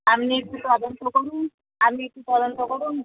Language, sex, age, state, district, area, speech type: Bengali, female, 30-45, West Bengal, Birbhum, urban, conversation